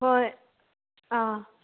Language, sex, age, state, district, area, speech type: Manipuri, female, 18-30, Manipur, Thoubal, rural, conversation